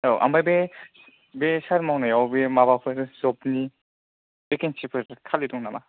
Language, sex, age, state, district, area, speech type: Bodo, male, 30-45, Assam, Kokrajhar, rural, conversation